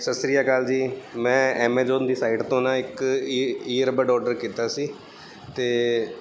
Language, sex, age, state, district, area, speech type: Punjabi, male, 30-45, Punjab, Bathinda, urban, spontaneous